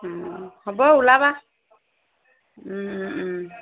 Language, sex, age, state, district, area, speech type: Assamese, female, 30-45, Assam, Sivasagar, rural, conversation